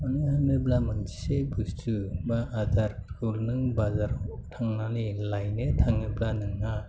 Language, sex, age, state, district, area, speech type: Bodo, male, 30-45, Assam, Chirang, urban, spontaneous